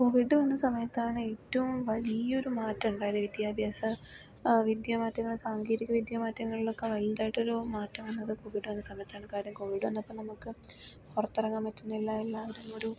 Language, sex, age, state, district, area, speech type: Malayalam, female, 18-30, Kerala, Palakkad, rural, spontaneous